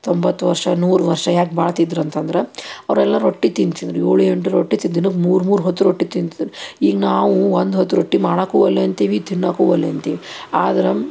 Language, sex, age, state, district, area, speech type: Kannada, female, 30-45, Karnataka, Koppal, rural, spontaneous